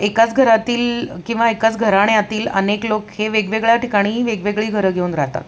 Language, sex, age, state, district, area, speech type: Marathi, female, 45-60, Maharashtra, Pune, urban, spontaneous